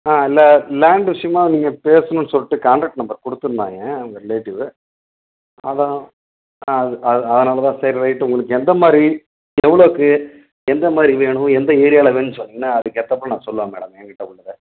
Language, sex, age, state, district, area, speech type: Tamil, male, 45-60, Tamil Nadu, Perambalur, urban, conversation